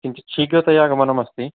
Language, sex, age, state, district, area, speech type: Sanskrit, male, 30-45, Telangana, Hyderabad, urban, conversation